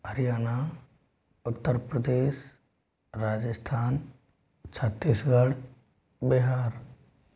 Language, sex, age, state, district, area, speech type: Hindi, male, 45-60, Rajasthan, Jodhpur, urban, spontaneous